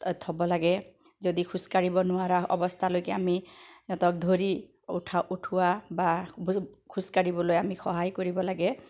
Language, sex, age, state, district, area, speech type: Assamese, female, 45-60, Assam, Biswanath, rural, spontaneous